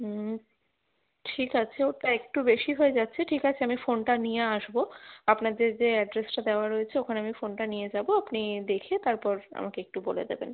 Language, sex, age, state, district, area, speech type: Bengali, female, 18-30, West Bengal, Kolkata, urban, conversation